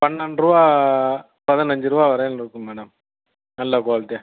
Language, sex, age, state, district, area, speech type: Tamil, male, 30-45, Tamil Nadu, Tiruchirappalli, rural, conversation